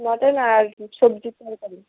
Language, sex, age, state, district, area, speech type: Bengali, female, 30-45, West Bengal, Nadia, urban, conversation